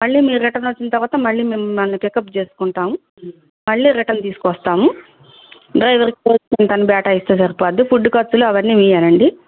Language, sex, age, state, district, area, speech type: Telugu, female, 45-60, Andhra Pradesh, Guntur, urban, conversation